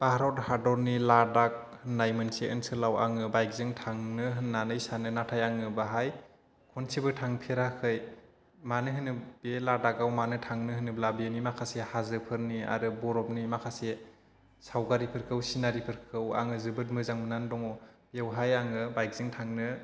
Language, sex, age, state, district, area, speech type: Bodo, male, 30-45, Assam, Chirang, urban, spontaneous